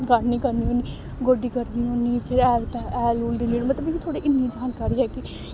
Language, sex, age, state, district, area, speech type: Dogri, female, 18-30, Jammu and Kashmir, Samba, rural, spontaneous